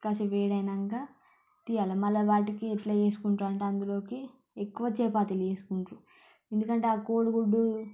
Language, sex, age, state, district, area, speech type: Telugu, female, 30-45, Telangana, Ranga Reddy, urban, spontaneous